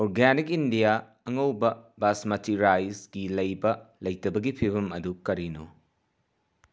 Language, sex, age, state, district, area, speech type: Manipuri, male, 45-60, Manipur, Imphal West, urban, read